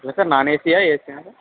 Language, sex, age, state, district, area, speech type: Telugu, male, 45-60, Andhra Pradesh, Kadapa, rural, conversation